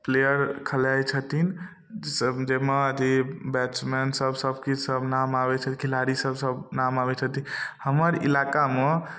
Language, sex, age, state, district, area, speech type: Maithili, male, 18-30, Bihar, Darbhanga, rural, spontaneous